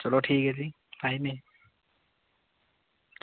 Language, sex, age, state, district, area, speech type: Dogri, male, 18-30, Jammu and Kashmir, Kathua, rural, conversation